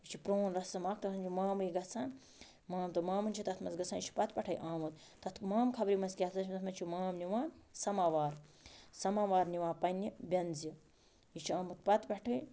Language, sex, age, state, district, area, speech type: Kashmiri, female, 30-45, Jammu and Kashmir, Baramulla, rural, spontaneous